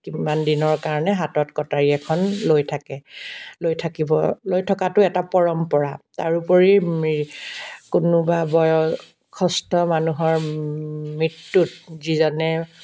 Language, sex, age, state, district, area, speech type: Assamese, female, 60+, Assam, Dibrugarh, rural, spontaneous